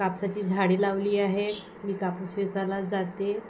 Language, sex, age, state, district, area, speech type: Marathi, female, 30-45, Maharashtra, Wardha, rural, spontaneous